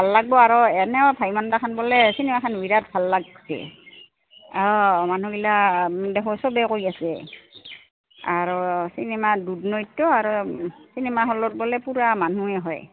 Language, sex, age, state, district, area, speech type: Assamese, female, 45-60, Assam, Goalpara, urban, conversation